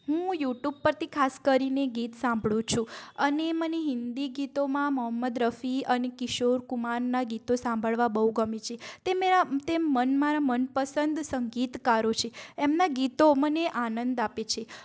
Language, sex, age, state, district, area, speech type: Gujarati, female, 45-60, Gujarat, Mehsana, rural, spontaneous